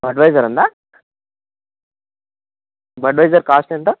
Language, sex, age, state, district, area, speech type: Telugu, male, 18-30, Andhra Pradesh, Anantapur, urban, conversation